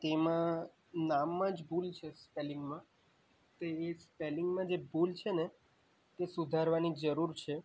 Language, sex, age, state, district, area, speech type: Gujarati, male, 18-30, Gujarat, Valsad, rural, spontaneous